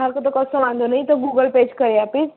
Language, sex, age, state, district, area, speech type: Gujarati, female, 30-45, Gujarat, Kheda, rural, conversation